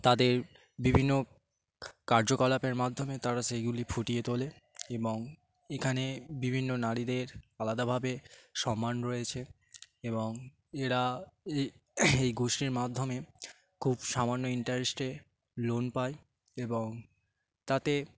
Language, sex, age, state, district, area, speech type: Bengali, male, 18-30, West Bengal, Dakshin Dinajpur, urban, spontaneous